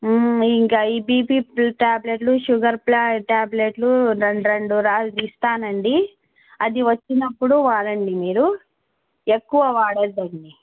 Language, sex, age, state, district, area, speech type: Telugu, female, 18-30, Andhra Pradesh, Annamaya, rural, conversation